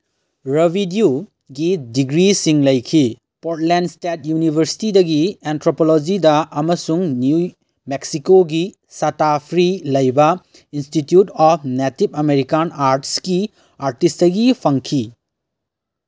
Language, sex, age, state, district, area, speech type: Manipuri, male, 18-30, Manipur, Kangpokpi, urban, read